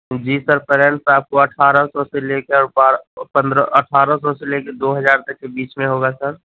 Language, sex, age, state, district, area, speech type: Urdu, male, 30-45, Uttar Pradesh, Gautam Buddha Nagar, urban, conversation